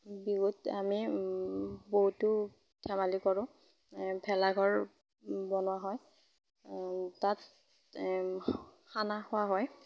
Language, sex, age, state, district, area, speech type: Assamese, female, 18-30, Assam, Darrang, rural, spontaneous